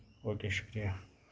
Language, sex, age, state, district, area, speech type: Kashmiri, male, 60+, Jammu and Kashmir, Ganderbal, rural, spontaneous